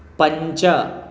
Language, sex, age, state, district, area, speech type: Sanskrit, male, 30-45, Telangana, Medchal, urban, read